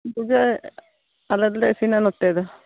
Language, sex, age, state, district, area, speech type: Santali, female, 45-60, West Bengal, Purba Bardhaman, rural, conversation